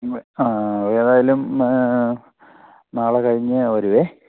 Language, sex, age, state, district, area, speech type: Malayalam, male, 45-60, Kerala, Idukki, rural, conversation